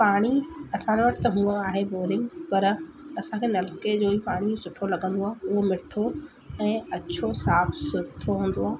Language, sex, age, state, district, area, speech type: Sindhi, male, 45-60, Madhya Pradesh, Katni, urban, spontaneous